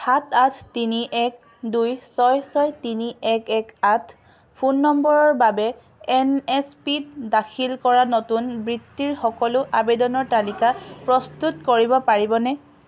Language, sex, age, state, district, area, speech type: Assamese, female, 18-30, Assam, Dhemaji, rural, read